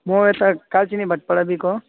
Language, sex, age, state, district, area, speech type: Nepali, male, 18-30, West Bengal, Alipurduar, rural, conversation